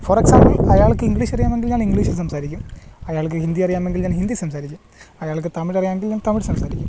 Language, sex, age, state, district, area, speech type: Malayalam, male, 30-45, Kerala, Alappuzha, rural, spontaneous